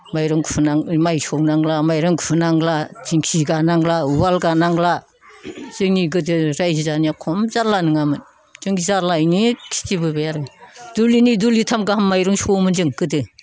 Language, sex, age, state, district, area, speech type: Bodo, female, 60+, Assam, Udalguri, rural, spontaneous